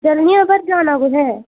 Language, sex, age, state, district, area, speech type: Dogri, female, 18-30, Jammu and Kashmir, Udhampur, rural, conversation